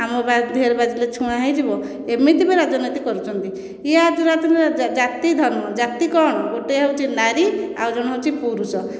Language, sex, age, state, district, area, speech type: Odia, female, 30-45, Odisha, Khordha, rural, spontaneous